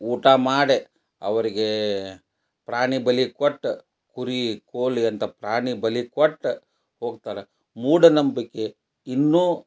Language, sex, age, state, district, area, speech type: Kannada, male, 60+, Karnataka, Gadag, rural, spontaneous